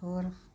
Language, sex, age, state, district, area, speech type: Punjabi, female, 60+, Punjab, Muktsar, urban, spontaneous